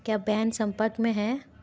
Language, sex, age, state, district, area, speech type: Hindi, female, 18-30, Madhya Pradesh, Gwalior, urban, read